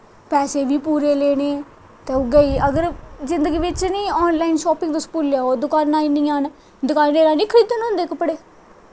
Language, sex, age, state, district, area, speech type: Dogri, female, 18-30, Jammu and Kashmir, Kathua, rural, spontaneous